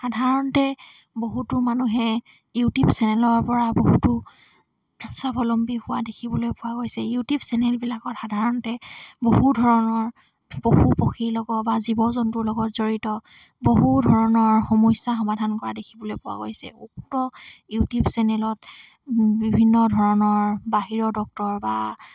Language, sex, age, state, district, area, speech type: Assamese, female, 18-30, Assam, Dibrugarh, rural, spontaneous